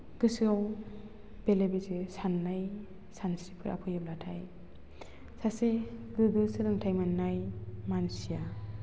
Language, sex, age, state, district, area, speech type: Bodo, female, 18-30, Assam, Baksa, rural, spontaneous